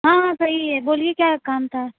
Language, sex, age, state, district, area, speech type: Urdu, female, 18-30, Uttar Pradesh, Mau, urban, conversation